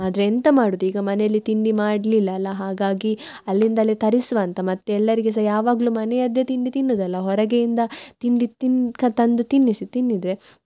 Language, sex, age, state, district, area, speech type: Kannada, female, 18-30, Karnataka, Udupi, rural, spontaneous